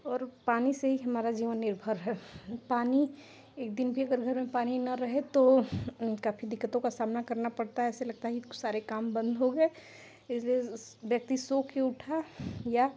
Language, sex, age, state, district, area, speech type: Hindi, female, 18-30, Uttar Pradesh, Chandauli, rural, spontaneous